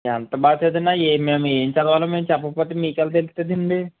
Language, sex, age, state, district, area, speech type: Telugu, male, 18-30, Andhra Pradesh, Konaseema, rural, conversation